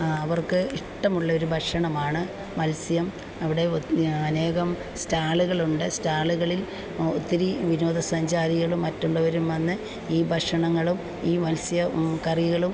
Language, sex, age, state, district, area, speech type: Malayalam, female, 45-60, Kerala, Alappuzha, rural, spontaneous